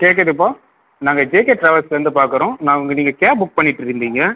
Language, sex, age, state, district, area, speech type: Tamil, male, 18-30, Tamil Nadu, Sivaganga, rural, conversation